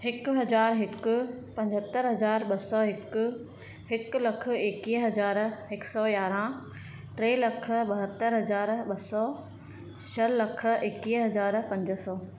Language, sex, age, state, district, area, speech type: Sindhi, female, 30-45, Madhya Pradesh, Katni, urban, spontaneous